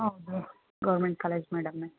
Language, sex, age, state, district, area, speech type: Kannada, female, 30-45, Karnataka, Chitradurga, rural, conversation